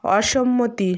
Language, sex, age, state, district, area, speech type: Bengali, female, 30-45, West Bengal, Purba Medinipur, rural, read